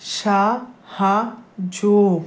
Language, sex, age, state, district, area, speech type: Bengali, male, 18-30, West Bengal, Howrah, urban, read